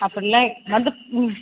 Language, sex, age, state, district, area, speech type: Tamil, female, 45-60, Tamil Nadu, Tiruvannamalai, urban, conversation